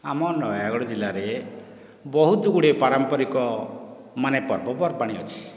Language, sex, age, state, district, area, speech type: Odia, male, 60+, Odisha, Nayagarh, rural, spontaneous